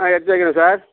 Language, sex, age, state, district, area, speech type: Tamil, male, 45-60, Tamil Nadu, Kallakurichi, rural, conversation